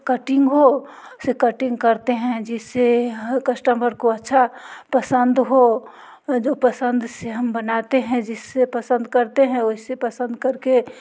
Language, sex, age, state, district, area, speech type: Hindi, female, 45-60, Bihar, Muzaffarpur, rural, spontaneous